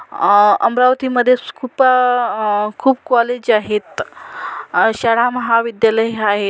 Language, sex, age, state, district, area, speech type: Marathi, female, 45-60, Maharashtra, Amravati, rural, spontaneous